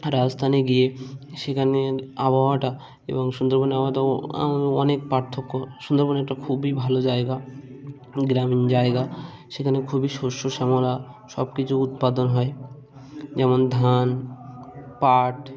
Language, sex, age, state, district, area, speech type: Bengali, male, 45-60, West Bengal, Birbhum, urban, spontaneous